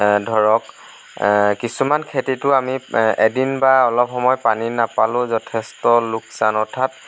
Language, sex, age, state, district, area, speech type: Assamese, male, 30-45, Assam, Lakhimpur, rural, spontaneous